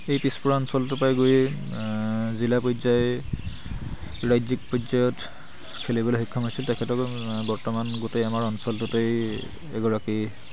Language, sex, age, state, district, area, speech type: Assamese, male, 18-30, Assam, Charaideo, urban, spontaneous